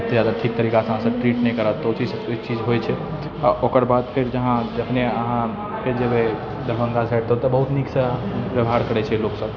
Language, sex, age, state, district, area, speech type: Maithili, male, 60+, Bihar, Purnia, rural, spontaneous